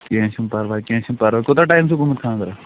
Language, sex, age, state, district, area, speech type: Kashmiri, male, 30-45, Jammu and Kashmir, Bandipora, rural, conversation